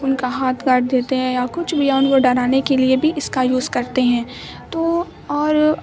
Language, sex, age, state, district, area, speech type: Urdu, female, 18-30, Uttar Pradesh, Mau, urban, spontaneous